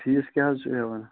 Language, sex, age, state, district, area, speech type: Kashmiri, male, 60+, Jammu and Kashmir, Shopian, rural, conversation